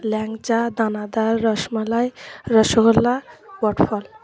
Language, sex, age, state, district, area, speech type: Bengali, female, 30-45, West Bengal, Dakshin Dinajpur, urban, spontaneous